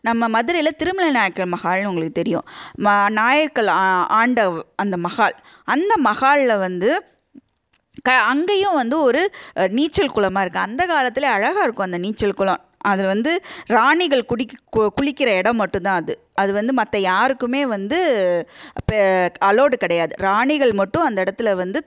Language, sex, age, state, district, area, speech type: Tamil, female, 30-45, Tamil Nadu, Madurai, urban, spontaneous